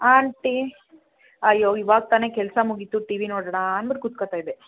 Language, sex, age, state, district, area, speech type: Kannada, female, 18-30, Karnataka, Mandya, urban, conversation